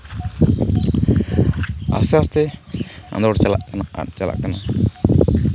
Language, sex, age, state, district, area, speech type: Santali, male, 18-30, West Bengal, Jhargram, rural, spontaneous